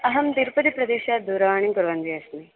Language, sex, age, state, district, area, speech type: Sanskrit, female, 18-30, Kerala, Thrissur, urban, conversation